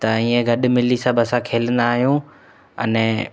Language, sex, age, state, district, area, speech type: Sindhi, male, 18-30, Gujarat, Kutch, rural, spontaneous